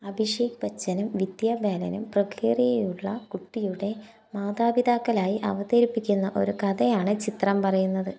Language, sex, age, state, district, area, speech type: Malayalam, female, 18-30, Kerala, Palakkad, urban, read